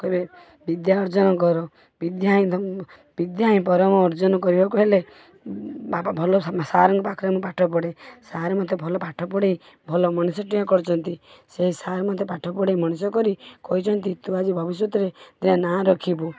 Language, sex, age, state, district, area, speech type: Odia, female, 45-60, Odisha, Balasore, rural, spontaneous